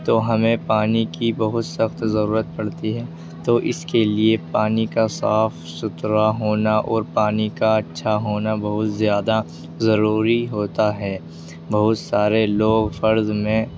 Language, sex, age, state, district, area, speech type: Urdu, male, 18-30, Uttar Pradesh, Ghaziabad, urban, spontaneous